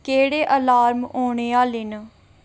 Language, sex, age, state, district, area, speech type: Dogri, female, 18-30, Jammu and Kashmir, Reasi, rural, read